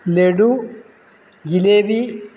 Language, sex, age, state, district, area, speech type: Malayalam, male, 60+, Kerala, Kollam, rural, spontaneous